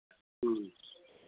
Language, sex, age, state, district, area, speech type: Maithili, male, 60+, Bihar, Madhepura, rural, conversation